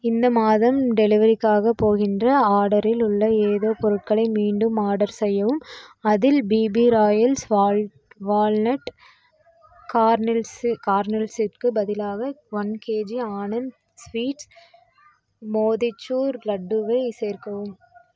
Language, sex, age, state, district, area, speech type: Tamil, female, 18-30, Tamil Nadu, Coimbatore, rural, read